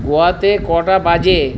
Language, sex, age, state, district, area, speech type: Bengali, male, 60+, West Bengal, Purba Bardhaman, urban, read